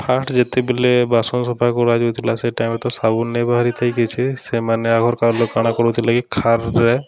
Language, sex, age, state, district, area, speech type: Odia, male, 30-45, Odisha, Bargarh, urban, spontaneous